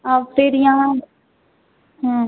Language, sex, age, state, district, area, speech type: Maithili, female, 18-30, Bihar, Purnia, rural, conversation